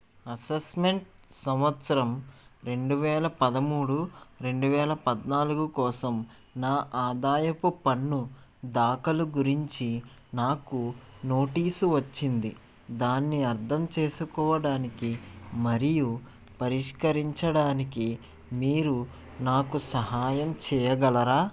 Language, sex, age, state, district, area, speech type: Telugu, male, 30-45, Andhra Pradesh, N T Rama Rao, urban, read